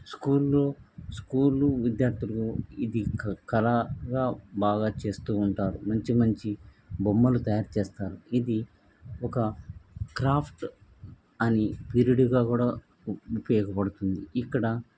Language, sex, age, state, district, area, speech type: Telugu, male, 45-60, Andhra Pradesh, Krishna, urban, spontaneous